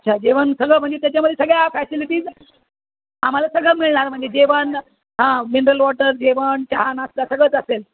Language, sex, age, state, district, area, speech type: Marathi, female, 45-60, Maharashtra, Jalna, urban, conversation